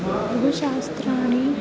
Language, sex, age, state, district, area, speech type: Sanskrit, female, 18-30, Kerala, Thrissur, urban, spontaneous